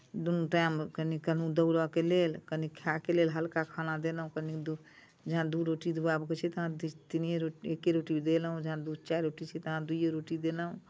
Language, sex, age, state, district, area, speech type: Maithili, female, 60+, Bihar, Muzaffarpur, rural, spontaneous